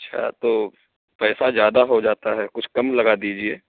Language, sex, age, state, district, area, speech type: Urdu, male, 18-30, Uttar Pradesh, Balrampur, rural, conversation